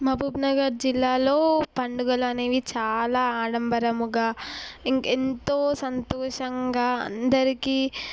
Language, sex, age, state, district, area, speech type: Telugu, female, 18-30, Telangana, Mahbubnagar, urban, spontaneous